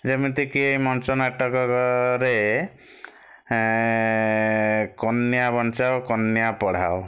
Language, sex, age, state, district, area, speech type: Odia, male, 30-45, Odisha, Kalahandi, rural, spontaneous